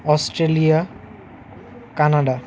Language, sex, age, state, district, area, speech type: Assamese, male, 30-45, Assam, Nalbari, rural, spontaneous